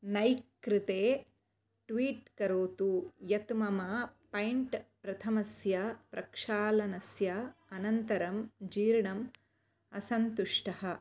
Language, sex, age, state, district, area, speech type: Sanskrit, female, 30-45, Karnataka, Dakshina Kannada, urban, read